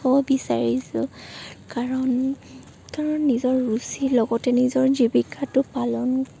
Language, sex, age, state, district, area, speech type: Assamese, female, 18-30, Assam, Morigaon, rural, spontaneous